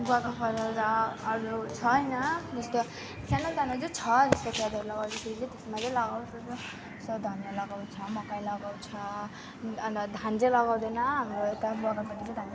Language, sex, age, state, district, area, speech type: Nepali, female, 18-30, West Bengal, Alipurduar, rural, spontaneous